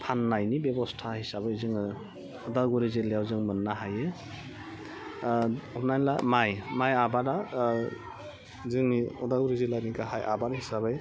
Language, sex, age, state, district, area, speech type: Bodo, female, 30-45, Assam, Udalguri, urban, spontaneous